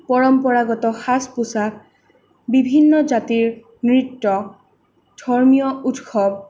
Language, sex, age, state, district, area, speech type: Assamese, female, 18-30, Assam, Sonitpur, urban, spontaneous